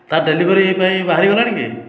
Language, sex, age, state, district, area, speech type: Odia, male, 30-45, Odisha, Dhenkanal, rural, spontaneous